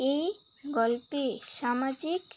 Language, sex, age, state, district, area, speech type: Bengali, female, 18-30, West Bengal, Alipurduar, rural, spontaneous